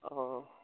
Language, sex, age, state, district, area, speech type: Assamese, male, 18-30, Assam, Charaideo, rural, conversation